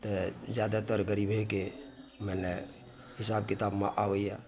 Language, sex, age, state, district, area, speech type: Maithili, male, 45-60, Bihar, Araria, rural, spontaneous